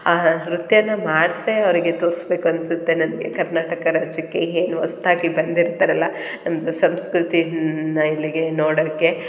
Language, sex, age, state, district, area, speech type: Kannada, female, 30-45, Karnataka, Hassan, urban, spontaneous